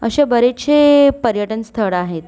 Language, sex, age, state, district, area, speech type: Marathi, female, 30-45, Maharashtra, Nagpur, urban, spontaneous